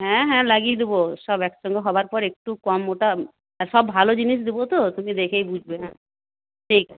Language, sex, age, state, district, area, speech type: Bengali, female, 45-60, West Bengal, Purulia, rural, conversation